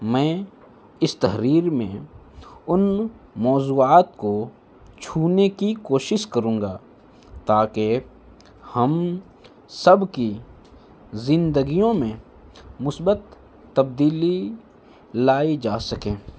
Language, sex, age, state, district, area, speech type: Urdu, male, 18-30, Delhi, North East Delhi, urban, spontaneous